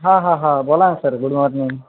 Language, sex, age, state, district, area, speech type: Marathi, male, 18-30, Maharashtra, Ahmednagar, rural, conversation